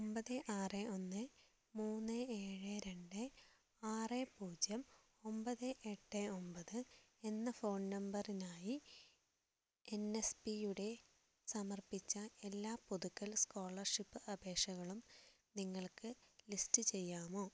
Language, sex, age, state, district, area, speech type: Malayalam, female, 18-30, Kerala, Wayanad, rural, read